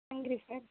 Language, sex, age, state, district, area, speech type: Kannada, female, 18-30, Karnataka, Bidar, urban, conversation